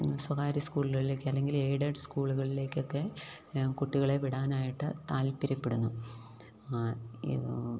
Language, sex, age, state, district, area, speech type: Malayalam, female, 45-60, Kerala, Idukki, rural, spontaneous